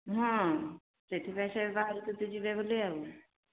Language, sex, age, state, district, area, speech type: Odia, female, 45-60, Odisha, Angul, rural, conversation